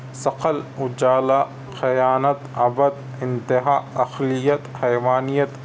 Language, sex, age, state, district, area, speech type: Urdu, male, 30-45, Telangana, Hyderabad, urban, spontaneous